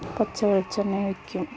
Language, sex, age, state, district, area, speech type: Malayalam, female, 45-60, Kerala, Malappuram, rural, spontaneous